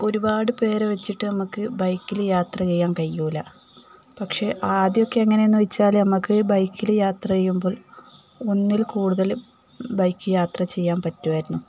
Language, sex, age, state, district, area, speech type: Malayalam, female, 45-60, Kerala, Palakkad, rural, spontaneous